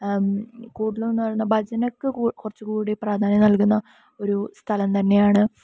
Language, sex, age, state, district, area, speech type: Malayalam, female, 18-30, Kerala, Kasaragod, rural, spontaneous